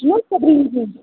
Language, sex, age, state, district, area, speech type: Kashmiri, female, 30-45, Jammu and Kashmir, Srinagar, urban, conversation